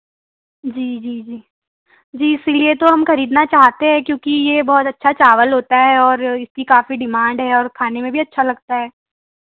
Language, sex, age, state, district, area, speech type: Hindi, female, 30-45, Madhya Pradesh, Betul, rural, conversation